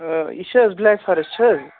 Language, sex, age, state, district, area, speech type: Kashmiri, male, 30-45, Jammu and Kashmir, Baramulla, urban, conversation